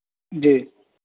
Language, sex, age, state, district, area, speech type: Hindi, male, 18-30, Bihar, Vaishali, rural, conversation